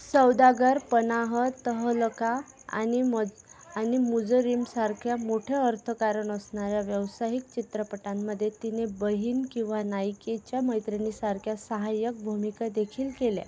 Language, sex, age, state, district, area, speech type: Marathi, female, 18-30, Maharashtra, Akola, rural, read